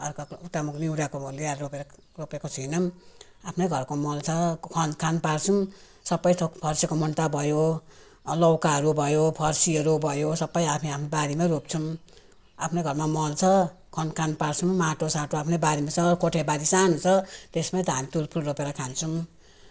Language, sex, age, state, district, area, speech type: Nepali, female, 60+, West Bengal, Jalpaiguri, rural, spontaneous